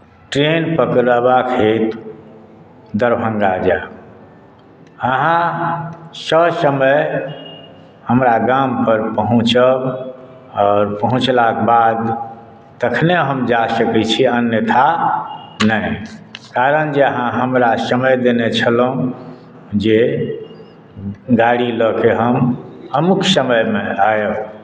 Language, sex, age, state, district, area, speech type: Maithili, male, 60+, Bihar, Madhubani, rural, spontaneous